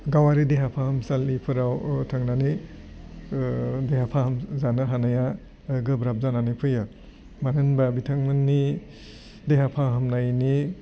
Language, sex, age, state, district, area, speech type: Bodo, male, 45-60, Assam, Udalguri, urban, spontaneous